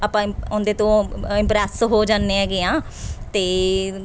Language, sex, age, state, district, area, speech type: Punjabi, female, 30-45, Punjab, Mansa, urban, spontaneous